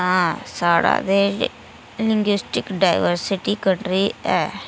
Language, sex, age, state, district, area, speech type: Dogri, female, 45-60, Jammu and Kashmir, Reasi, rural, spontaneous